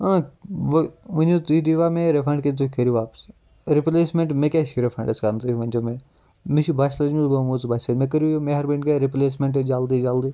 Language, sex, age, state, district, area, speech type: Kashmiri, male, 18-30, Jammu and Kashmir, Kupwara, rural, spontaneous